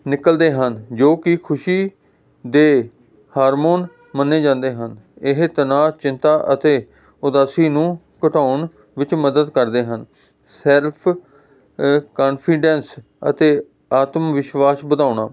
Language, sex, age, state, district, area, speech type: Punjabi, male, 45-60, Punjab, Hoshiarpur, urban, spontaneous